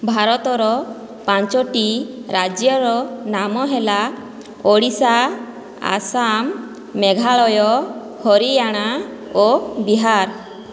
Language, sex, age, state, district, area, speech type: Odia, female, 30-45, Odisha, Boudh, rural, spontaneous